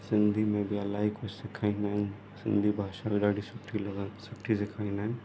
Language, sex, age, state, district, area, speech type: Sindhi, male, 30-45, Gujarat, Surat, urban, spontaneous